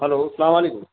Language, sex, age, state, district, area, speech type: Urdu, male, 45-60, Delhi, East Delhi, urban, conversation